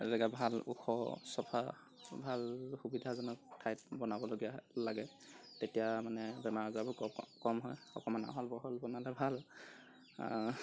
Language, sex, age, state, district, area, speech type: Assamese, male, 18-30, Assam, Golaghat, rural, spontaneous